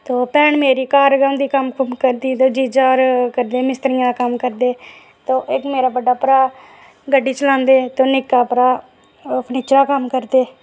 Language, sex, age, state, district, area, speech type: Dogri, female, 30-45, Jammu and Kashmir, Reasi, rural, spontaneous